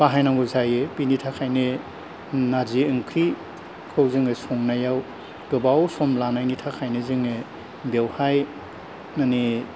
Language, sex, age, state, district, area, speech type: Bodo, male, 60+, Assam, Kokrajhar, rural, spontaneous